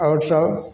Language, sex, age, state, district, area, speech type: Maithili, male, 60+, Bihar, Samastipur, rural, spontaneous